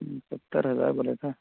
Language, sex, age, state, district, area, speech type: Urdu, male, 18-30, Bihar, Purnia, rural, conversation